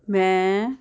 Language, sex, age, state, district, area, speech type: Punjabi, female, 60+, Punjab, Fazilka, rural, read